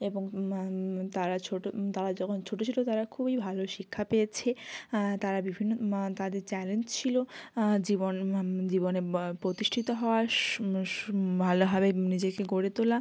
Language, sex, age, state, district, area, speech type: Bengali, female, 18-30, West Bengal, Jalpaiguri, rural, spontaneous